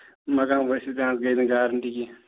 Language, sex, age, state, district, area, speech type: Kashmiri, male, 18-30, Jammu and Kashmir, Ganderbal, rural, conversation